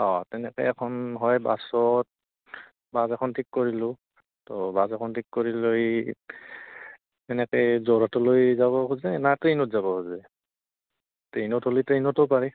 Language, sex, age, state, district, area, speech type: Assamese, male, 30-45, Assam, Goalpara, urban, conversation